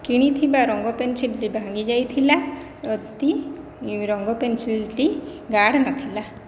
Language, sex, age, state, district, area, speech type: Odia, female, 30-45, Odisha, Khordha, rural, spontaneous